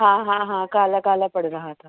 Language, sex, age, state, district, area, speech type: Urdu, female, 30-45, Delhi, East Delhi, urban, conversation